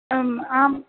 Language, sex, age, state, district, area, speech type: Sanskrit, female, 18-30, Kerala, Thrissur, urban, conversation